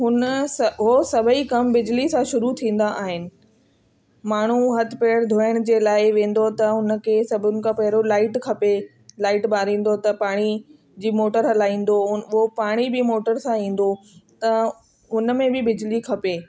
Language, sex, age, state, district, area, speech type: Sindhi, female, 30-45, Delhi, South Delhi, urban, spontaneous